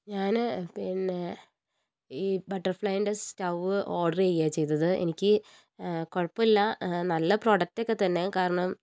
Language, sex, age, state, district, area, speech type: Malayalam, female, 60+, Kerala, Wayanad, rural, spontaneous